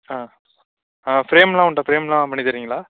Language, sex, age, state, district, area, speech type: Tamil, male, 18-30, Tamil Nadu, Nagapattinam, rural, conversation